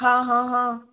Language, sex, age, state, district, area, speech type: Sindhi, female, 18-30, Rajasthan, Ajmer, rural, conversation